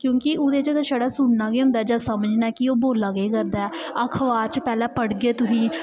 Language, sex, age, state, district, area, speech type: Dogri, female, 18-30, Jammu and Kashmir, Kathua, rural, spontaneous